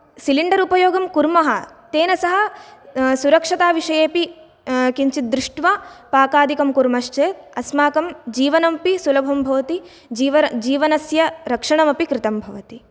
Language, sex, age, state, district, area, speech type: Sanskrit, female, 18-30, Karnataka, Bagalkot, urban, spontaneous